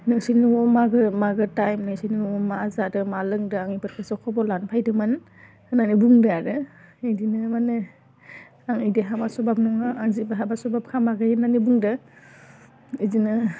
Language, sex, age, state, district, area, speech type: Bodo, female, 18-30, Assam, Udalguri, urban, spontaneous